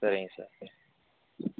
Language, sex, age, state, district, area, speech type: Tamil, male, 30-45, Tamil Nadu, Dharmapuri, rural, conversation